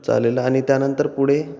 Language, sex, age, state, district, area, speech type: Marathi, male, 18-30, Maharashtra, Ratnagiri, rural, spontaneous